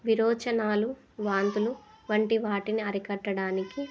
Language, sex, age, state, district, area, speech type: Telugu, female, 45-60, Andhra Pradesh, Kurnool, rural, spontaneous